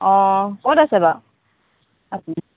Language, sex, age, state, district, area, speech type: Assamese, female, 30-45, Assam, Golaghat, urban, conversation